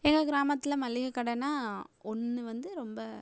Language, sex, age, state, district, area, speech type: Tamil, female, 18-30, Tamil Nadu, Tiruchirappalli, rural, spontaneous